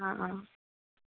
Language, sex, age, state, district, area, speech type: Assamese, female, 60+, Assam, Dhemaji, rural, conversation